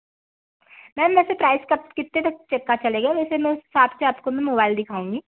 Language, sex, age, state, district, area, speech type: Hindi, female, 30-45, Madhya Pradesh, Balaghat, rural, conversation